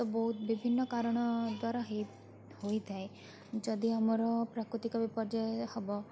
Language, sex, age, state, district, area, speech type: Odia, female, 45-60, Odisha, Bhadrak, rural, spontaneous